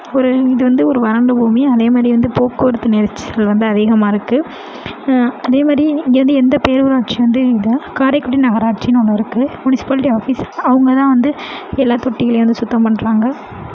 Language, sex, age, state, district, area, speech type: Tamil, female, 18-30, Tamil Nadu, Sivaganga, rural, spontaneous